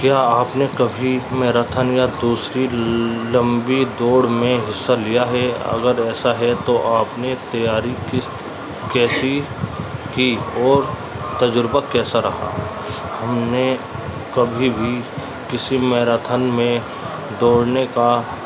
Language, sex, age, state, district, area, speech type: Urdu, male, 45-60, Uttar Pradesh, Muzaffarnagar, urban, spontaneous